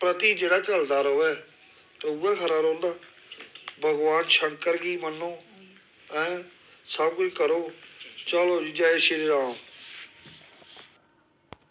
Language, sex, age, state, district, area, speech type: Dogri, male, 45-60, Jammu and Kashmir, Samba, rural, spontaneous